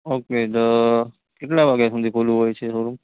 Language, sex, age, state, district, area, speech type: Gujarati, male, 30-45, Gujarat, Kutch, urban, conversation